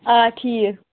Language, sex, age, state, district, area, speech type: Kashmiri, female, 18-30, Jammu and Kashmir, Bandipora, rural, conversation